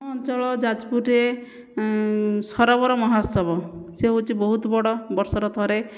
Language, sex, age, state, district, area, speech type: Odia, female, 30-45, Odisha, Jajpur, rural, spontaneous